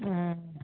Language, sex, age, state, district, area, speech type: Maithili, female, 18-30, Bihar, Begusarai, rural, conversation